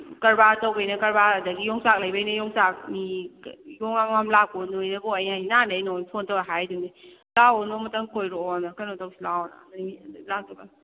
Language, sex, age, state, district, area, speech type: Manipuri, female, 18-30, Manipur, Kakching, rural, conversation